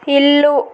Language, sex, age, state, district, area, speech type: Telugu, female, 18-30, Andhra Pradesh, Chittoor, urban, read